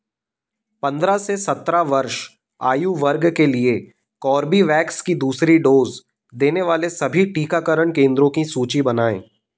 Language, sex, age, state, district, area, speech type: Hindi, male, 30-45, Madhya Pradesh, Jabalpur, urban, read